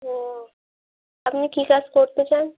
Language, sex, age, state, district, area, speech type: Bengali, female, 18-30, West Bengal, Birbhum, urban, conversation